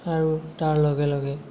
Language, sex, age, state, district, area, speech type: Assamese, male, 18-30, Assam, Lakhimpur, rural, spontaneous